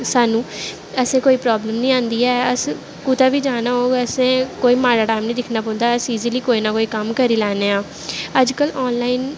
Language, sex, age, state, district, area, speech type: Dogri, female, 18-30, Jammu and Kashmir, Jammu, urban, spontaneous